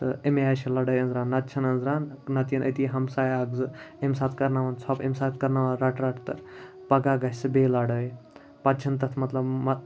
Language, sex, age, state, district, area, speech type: Kashmiri, male, 18-30, Jammu and Kashmir, Ganderbal, rural, spontaneous